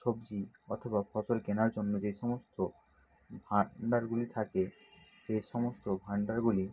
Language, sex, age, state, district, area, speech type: Bengali, male, 60+, West Bengal, Nadia, rural, spontaneous